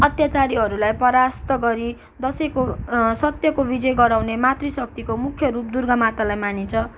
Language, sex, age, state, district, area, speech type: Nepali, female, 18-30, West Bengal, Kalimpong, rural, spontaneous